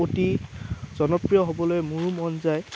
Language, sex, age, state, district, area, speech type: Assamese, male, 18-30, Assam, Udalguri, rural, spontaneous